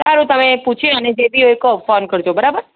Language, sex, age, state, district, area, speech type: Gujarati, female, 45-60, Gujarat, Ahmedabad, urban, conversation